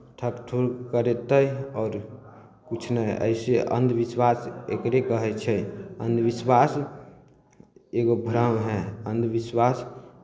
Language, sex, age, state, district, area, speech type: Maithili, male, 18-30, Bihar, Samastipur, rural, spontaneous